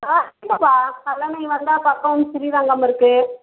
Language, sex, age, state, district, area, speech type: Tamil, female, 30-45, Tamil Nadu, Dharmapuri, rural, conversation